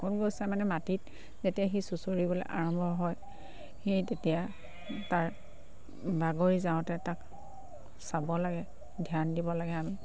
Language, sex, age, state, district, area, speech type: Assamese, female, 30-45, Assam, Sivasagar, rural, spontaneous